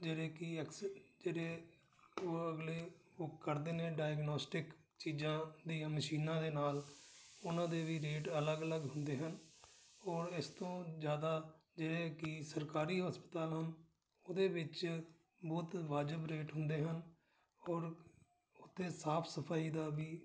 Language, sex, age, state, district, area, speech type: Punjabi, male, 60+, Punjab, Amritsar, urban, spontaneous